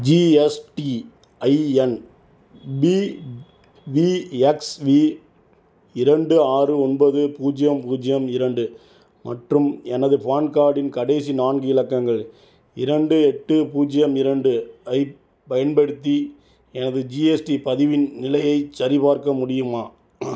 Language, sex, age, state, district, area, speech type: Tamil, male, 45-60, Tamil Nadu, Tiruchirappalli, rural, read